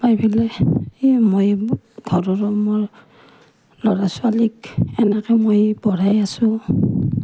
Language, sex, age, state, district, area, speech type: Assamese, female, 60+, Assam, Morigaon, rural, spontaneous